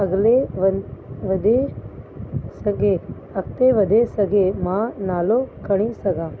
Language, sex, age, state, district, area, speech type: Sindhi, female, 30-45, Uttar Pradesh, Lucknow, urban, spontaneous